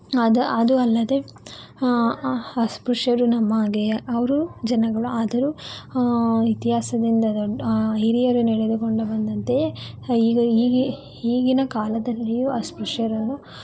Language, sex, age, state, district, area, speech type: Kannada, female, 30-45, Karnataka, Tumkur, rural, spontaneous